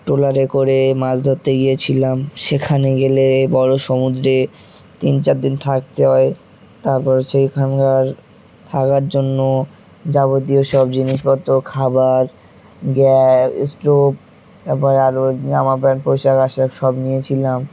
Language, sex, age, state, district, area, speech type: Bengali, male, 18-30, West Bengal, Dakshin Dinajpur, urban, spontaneous